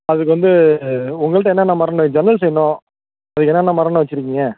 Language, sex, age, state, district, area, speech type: Tamil, male, 18-30, Tamil Nadu, Ariyalur, rural, conversation